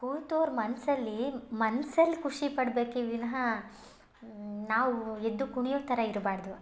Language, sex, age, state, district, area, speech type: Kannada, female, 18-30, Karnataka, Chitradurga, rural, spontaneous